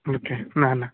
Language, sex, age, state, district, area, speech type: Goan Konkani, male, 18-30, Goa, Bardez, urban, conversation